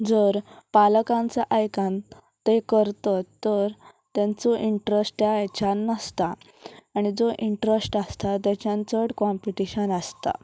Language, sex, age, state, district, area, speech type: Goan Konkani, female, 18-30, Goa, Pernem, rural, spontaneous